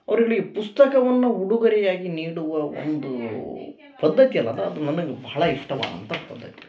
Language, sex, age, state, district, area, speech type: Kannada, male, 18-30, Karnataka, Koppal, rural, spontaneous